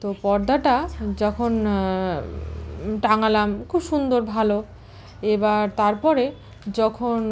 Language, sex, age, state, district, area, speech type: Bengali, female, 30-45, West Bengal, Malda, rural, spontaneous